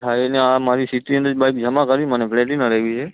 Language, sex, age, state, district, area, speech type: Gujarati, male, 30-45, Gujarat, Kutch, urban, conversation